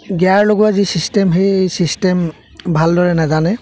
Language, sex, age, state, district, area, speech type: Assamese, male, 30-45, Assam, Charaideo, rural, spontaneous